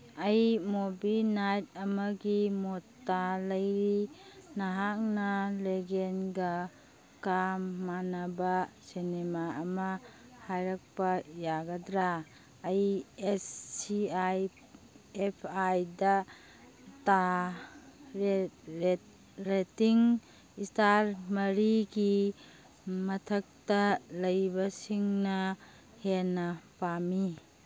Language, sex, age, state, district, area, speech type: Manipuri, female, 45-60, Manipur, Kangpokpi, urban, read